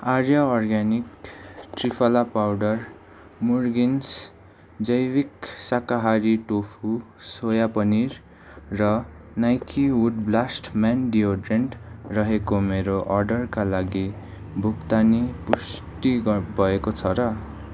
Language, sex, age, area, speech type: Nepali, male, 18-30, rural, read